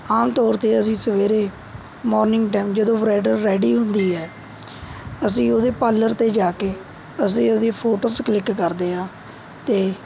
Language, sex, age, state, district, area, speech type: Punjabi, male, 18-30, Punjab, Mohali, rural, spontaneous